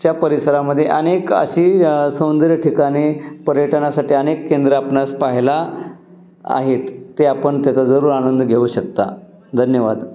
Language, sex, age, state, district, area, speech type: Marathi, male, 30-45, Maharashtra, Pune, urban, spontaneous